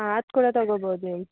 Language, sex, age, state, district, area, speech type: Kannada, female, 30-45, Karnataka, Udupi, rural, conversation